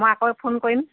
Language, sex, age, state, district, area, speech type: Assamese, female, 45-60, Assam, Golaghat, urban, conversation